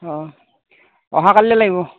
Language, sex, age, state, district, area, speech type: Assamese, male, 30-45, Assam, Golaghat, rural, conversation